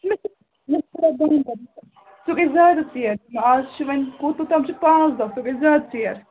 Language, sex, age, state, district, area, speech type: Kashmiri, female, 18-30, Jammu and Kashmir, Srinagar, urban, conversation